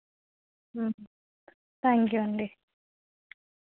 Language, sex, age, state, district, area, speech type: Telugu, female, 18-30, Andhra Pradesh, Vizianagaram, rural, conversation